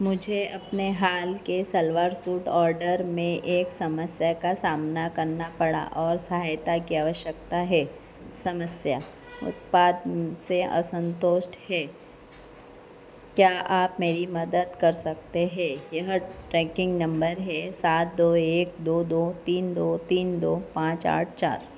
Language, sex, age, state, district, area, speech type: Hindi, female, 45-60, Madhya Pradesh, Harda, urban, read